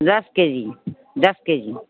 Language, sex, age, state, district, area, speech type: Hindi, female, 60+, Bihar, Muzaffarpur, rural, conversation